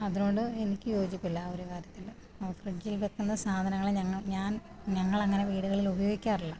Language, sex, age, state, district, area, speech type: Malayalam, female, 30-45, Kerala, Pathanamthitta, rural, spontaneous